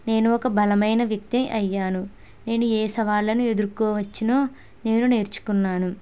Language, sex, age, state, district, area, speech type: Telugu, female, 18-30, Andhra Pradesh, Kakinada, rural, spontaneous